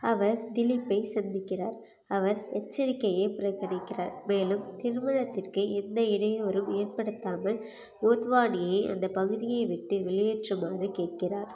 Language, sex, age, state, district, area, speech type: Tamil, female, 18-30, Tamil Nadu, Nagapattinam, rural, read